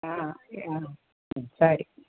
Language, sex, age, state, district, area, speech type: Kannada, female, 45-60, Karnataka, Uttara Kannada, rural, conversation